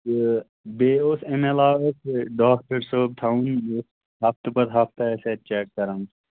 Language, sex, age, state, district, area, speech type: Kashmiri, male, 30-45, Jammu and Kashmir, Kulgam, rural, conversation